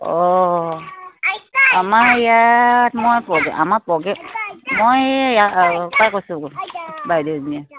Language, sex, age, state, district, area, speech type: Assamese, female, 60+, Assam, Dibrugarh, urban, conversation